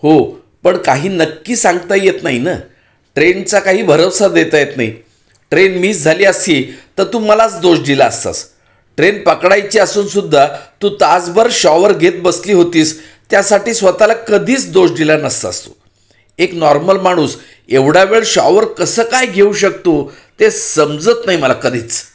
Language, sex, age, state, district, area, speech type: Marathi, male, 45-60, Maharashtra, Pune, urban, read